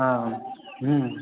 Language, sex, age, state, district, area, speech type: Maithili, male, 18-30, Bihar, Darbhanga, rural, conversation